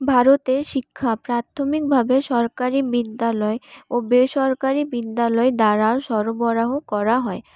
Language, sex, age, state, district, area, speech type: Bengali, female, 18-30, West Bengal, Paschim Bardhaman, urban, spontaneous